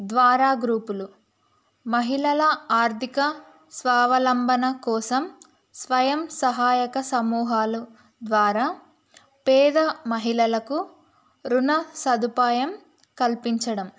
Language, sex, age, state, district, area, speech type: Telugu, female, 18-30, Telangana, Narayanpet, rural, spontaneous